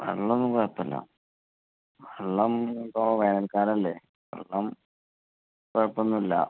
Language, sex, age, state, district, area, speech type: Malayalam, male, 30-45, Kerala, Malappuram, rural, conversation